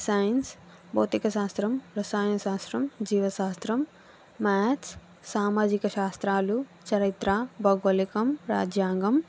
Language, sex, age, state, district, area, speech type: Telugu, female, 45-60, Andhra Pradesh, East Godavari, rural, spontaneous